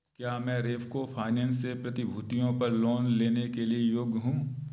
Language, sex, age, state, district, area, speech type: Hindi, male, 30-45, Madhya Pradesh, Gwalior, urban, read